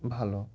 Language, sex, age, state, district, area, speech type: Bengali, male, 18-30, West Bengal, Murshidabad, urban, spontaneous